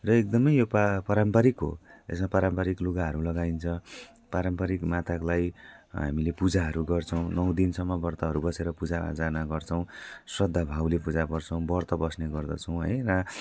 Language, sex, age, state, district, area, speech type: Nepali, male, 45-60, West Bengal, Jalpaiguri, urban, spontaneous